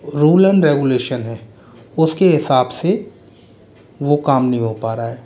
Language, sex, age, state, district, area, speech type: Hindi, male, 30-45, Rajasthan, Jaipur, urban, spontaneous